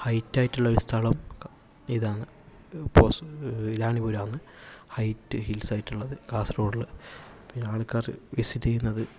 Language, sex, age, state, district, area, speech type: Malayalam, male, 18-30, Kerala, Kasaragod, urban, spontaneous